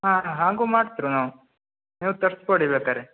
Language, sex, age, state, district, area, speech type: Kannada, male, 18-30, Karnataka, Uttara Kannada, rural, conversation